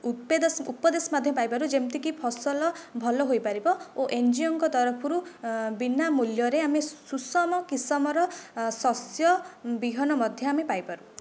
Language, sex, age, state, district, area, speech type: Odia, female, 18-30, Odisha, Nayagarh, rural, spontaneous